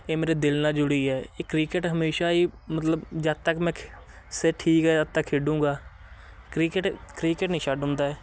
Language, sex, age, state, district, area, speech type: Punjabi, male, 18-30, Punjab, Shaheed Bhagat Singh Nagar, urban, spontaneous